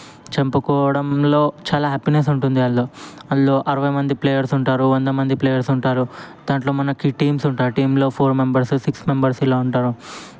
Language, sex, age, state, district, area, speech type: Telugu, male, 18-30, Telangana, Ranga Reddy, urban, spontaneous